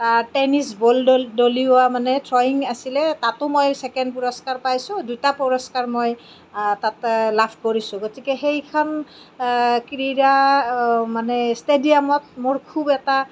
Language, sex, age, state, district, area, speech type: Assamese, female, 30-45, Assam, Kamrup Metropolitan, urban, spontaneous